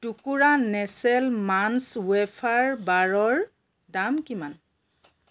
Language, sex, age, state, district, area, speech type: Assamese, female, 45-60, Assam, Charaideo, urban, read